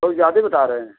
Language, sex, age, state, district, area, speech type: Hindi, male, 60+, Uttar Pradesh, Mau, urban, conversation